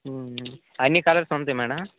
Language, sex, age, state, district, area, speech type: Telugu, male, 30-45, Andhra Pradesh, Srikakulam, urban, conversation